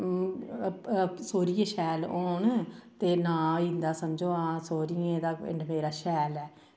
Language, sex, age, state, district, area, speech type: Dogri, female, 45-60, Jammu and Kashmir, Samba, rural, spontaneous